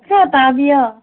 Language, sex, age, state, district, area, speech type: Manipuri, female, 18-30, Manipur, Senapati, urban, conversation